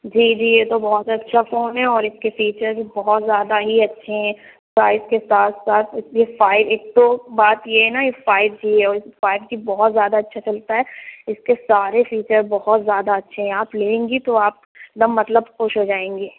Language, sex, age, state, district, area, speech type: Urdu, female, 60+, Uttar Pradesh, Lucknow, rural, conversation